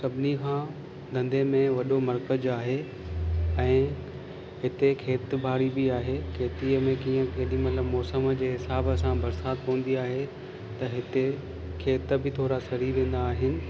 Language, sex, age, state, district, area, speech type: Sindhi, male, 30-45, Maharashtra, Thane, urban, spontaneous